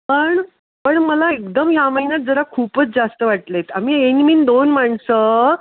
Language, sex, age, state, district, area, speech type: Marathi, female, 60+, Maharashtra, Pune, urban, conversation